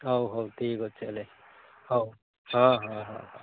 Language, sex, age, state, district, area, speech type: Odia, male, 30-45, Odisha, Malkangiri, urban, conversation